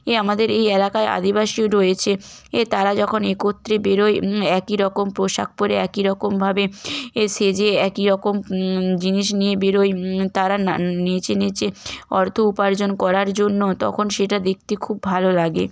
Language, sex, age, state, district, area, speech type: Bengali, female, 18-30, West Bengal, North 24 Parganas, rural, spontaneous